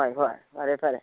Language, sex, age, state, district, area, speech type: Manipuri, female, 60+, Manipur, Imphal East, rural, conversation